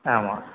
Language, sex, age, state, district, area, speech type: Tamil, male, 60+, Tamil Nadu, Erode, rural, conversation